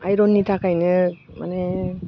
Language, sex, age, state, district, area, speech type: Bodo, female, 30-45, Assam, Baksa, rural, spontaneous